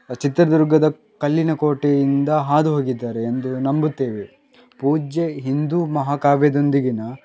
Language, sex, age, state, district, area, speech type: Kannada, male, 18-30, Karnataka, Chitradurga, rural, spontaneous